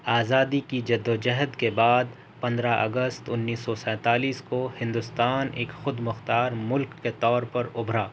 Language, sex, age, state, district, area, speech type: Urdu, male, 18-30, Delhi, North East Delhi, urban, spontaneous